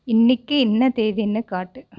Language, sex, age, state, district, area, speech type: Tamil, female, 18-30, Tamil Nadu, Cuddalore, urban, read